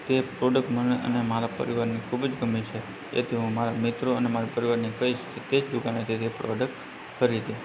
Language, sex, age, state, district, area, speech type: Gujarati, male, 18-30, Gujarat, Morbi, urban, spontaneous